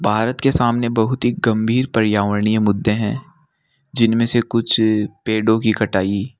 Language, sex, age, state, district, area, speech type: Hindi, male, 60+, Rajasthan, Jaipur, urban, spontaneous